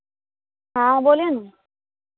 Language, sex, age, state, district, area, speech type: Hindi, female, 18-30, Bihar, Madhepura, rural, conversation